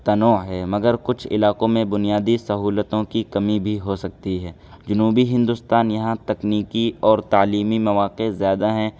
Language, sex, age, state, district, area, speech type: Urdu, male, 18-30, Uttar Pradesh, Saharanpur, urban, spontaneous